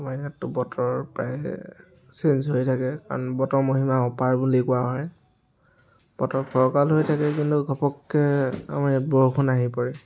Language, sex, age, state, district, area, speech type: Assamese, male, 30-45, Assam, Dhemaji, rural, spontaneous